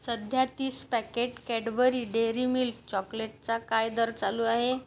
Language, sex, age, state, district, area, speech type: Marathi, female, 30-45, Maharashtra, Amravati, urban, read